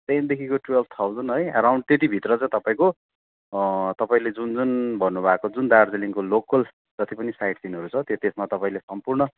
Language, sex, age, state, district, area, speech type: Nepali, male, 45-60, West Bengal, Darjeeling, rural, conversation